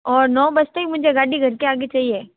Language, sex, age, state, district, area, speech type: Hindi, female, 45-60, Rajasthan, Jodhpur, urban, conversation